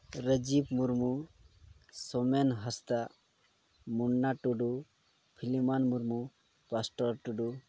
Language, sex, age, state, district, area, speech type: Santali, male, 18-30, Jharkhand, Pakur, rural, spontaneous